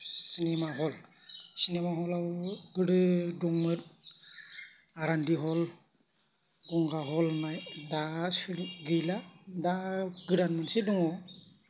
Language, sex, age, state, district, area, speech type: Bodo, male, 45-60, Assam, Kokrajhar, rural, spontaneous